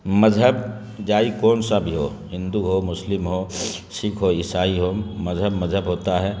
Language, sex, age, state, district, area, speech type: Urdu, male, 30-45, Bihar, Khagaria, rural, spontaneous